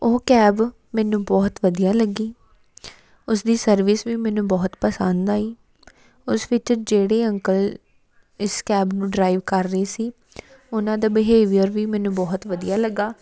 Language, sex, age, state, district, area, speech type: Punjabi, female, 18-30, Punjab, Amritsar, rural, spontaneous